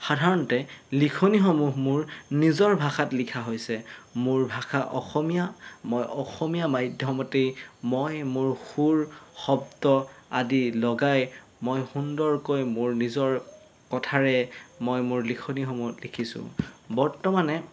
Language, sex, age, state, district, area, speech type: Assamese, male, 30-45, Assam, Golaghat, urban, spontaneous